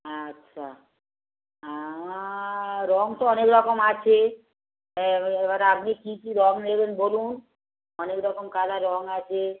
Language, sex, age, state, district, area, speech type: Bengali, female, 60+, West Bengal, Darjeeling, rural, conversation